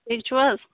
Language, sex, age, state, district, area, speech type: Kashmiri, female, 18-30, Jammu and Kashmir, Budgam, rural, conversation